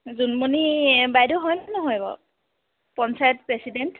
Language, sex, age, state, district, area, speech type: Assamese, female, 30-45, Assam, Majuli, urban, conversation